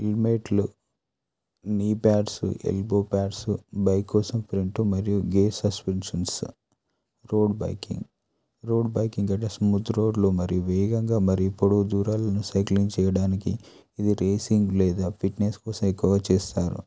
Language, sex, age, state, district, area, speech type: Telugu, male, 30-45, Telangana, Adilabad, rural, spontaneous